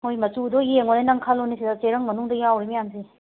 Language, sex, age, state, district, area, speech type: Manipuri, female, 30-45, Manipur, Imphal West, urban, conversation